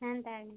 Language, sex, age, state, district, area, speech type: Odia, female, 30-45, Odisha, Kalahandi, rural, conversation